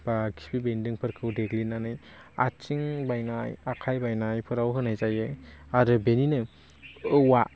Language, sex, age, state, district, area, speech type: Bodo, male, 18-30, Assam, Baksa, rural, spontaneous